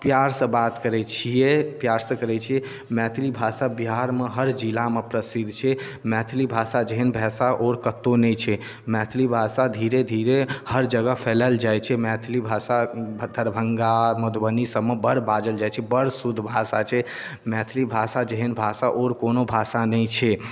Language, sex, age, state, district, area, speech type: Maithili, male, 18-30, Bihar, Darbhanga, rural, spontaneous